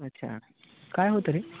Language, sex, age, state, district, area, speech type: Marathi, male, 18-30, Maharashtra, Nanded, rural, conversation